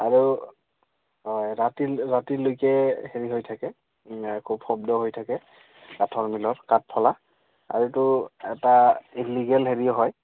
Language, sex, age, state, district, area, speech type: Assamese, male, 30-45, Assam, Goalpara, urban, conversation